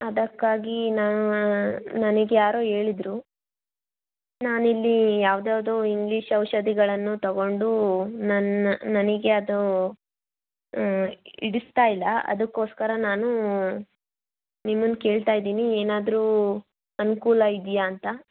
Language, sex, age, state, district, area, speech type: Kannada, female, 18-30, Karnataka, Tumkur, urban, conversation